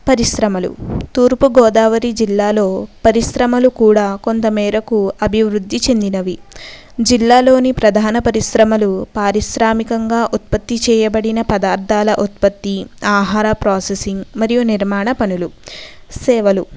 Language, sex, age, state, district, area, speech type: Telugu, female, 45-60, Andhra Pradesh, East Godavari, rural, spontaneous